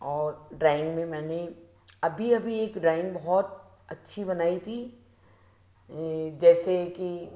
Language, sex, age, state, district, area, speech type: Hindi, female, 60+, Madhya Pradesh, Ujjain, urban, spontaneous